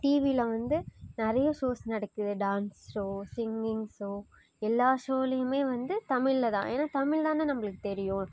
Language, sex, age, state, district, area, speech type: Tamil, female, 18-30, Tamil Nadu, Nagapattinam, rural, spontaneous